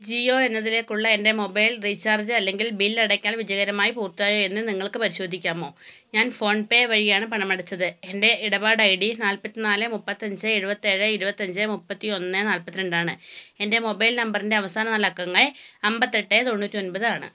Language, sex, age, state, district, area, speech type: Malayalam, female, 45-60, Kerala, Wayanad, rural, read